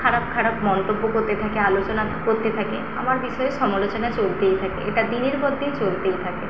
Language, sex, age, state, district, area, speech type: Bengali, female, 18-30, West Bengal, Paschim Medinipur, rural, spontaneous